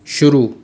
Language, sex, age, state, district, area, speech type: Hindi, male, 60+, Rajasthan, Jaipur, urban, read